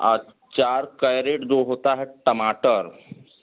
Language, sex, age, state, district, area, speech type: Hindi, male, 30-45, Uttar Pradesh, Chandauli, rural, conversation